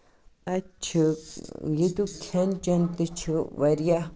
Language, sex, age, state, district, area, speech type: Kashmiri, male, 18-30, Jammu and Kashmir, Baramulla, rural, spontaneous